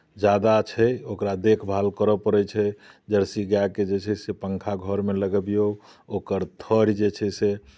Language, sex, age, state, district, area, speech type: Maithili, male, 45-60, Bihar, Muzaffarpur, rural, spontaneous